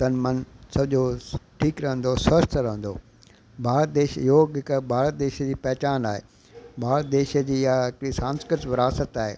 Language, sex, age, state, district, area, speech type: Sindhi, male, 60+, Gujarat, Kutch, urban, spontaneous